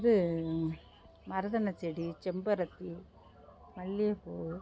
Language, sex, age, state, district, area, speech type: Tamil, female, 60+, Tamil Nadu, Thanjavur, rural, spontaneous